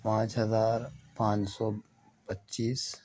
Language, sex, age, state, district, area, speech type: Urdu, male, 30-45, Uttar Pradesh, Lucknow, urban, spontaneous